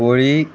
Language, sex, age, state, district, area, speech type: Goan Konkani, male, 18-30, Goa, Murmgao, rural, spontaneous